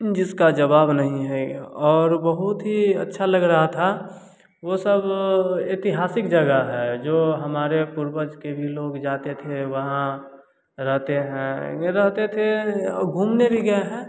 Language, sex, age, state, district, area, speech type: Hindi, male, 18-30, Bihar, Samastipur, rural, spontaneous